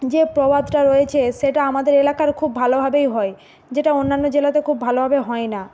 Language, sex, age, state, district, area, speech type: Bengali, female, 45-60, West Bengal, Bankura, urban, spontaneous